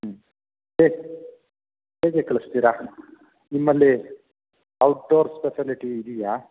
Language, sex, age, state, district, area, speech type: Kannada, male, 30-45, Karnataka, Mandya, rural, conversation